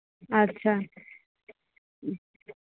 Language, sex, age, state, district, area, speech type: Bengali, female, 30-45, West Bengal, Kolkata, urban, conversation